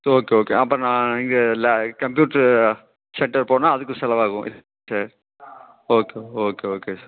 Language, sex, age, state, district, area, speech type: Tamil, male, 30-45, Tamil Nadu, Tiruppur, rural, conversation